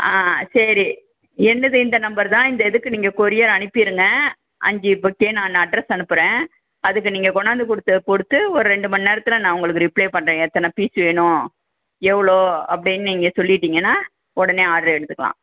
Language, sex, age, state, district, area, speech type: Tamil, female, 60+, Tamil Nadu, Perambalur, rural, conversation